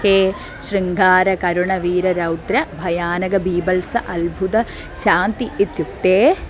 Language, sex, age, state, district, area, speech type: Sanskrit, female, 18-30, Kerala, Thrissur, urban, spontaneous